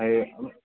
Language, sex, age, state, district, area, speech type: Assamese, male, 45-60, Assam, Charaideo, rural, conversation